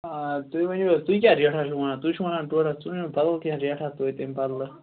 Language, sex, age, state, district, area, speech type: Kashmiri, male, 18-30, Jammu and Kashmir, Ganderbal, rural, conversation